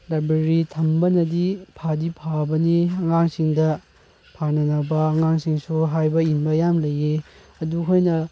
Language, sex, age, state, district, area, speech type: Manipuri, male, 18-30, Manipur, Chandel, rural, spontaneous